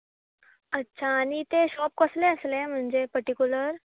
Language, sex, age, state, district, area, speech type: Goan Konkani, female, 18-30, Goa, Bardez, urban, conversation